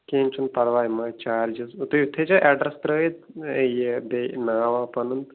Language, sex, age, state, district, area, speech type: Kashmiri, male, 30-45, Jammu and Kashmir, Baramulla, rural, conversation